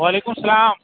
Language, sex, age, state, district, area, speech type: Kashmiri, male, 18-30, Jammu and Kashmir, Pulwama, urban, conversation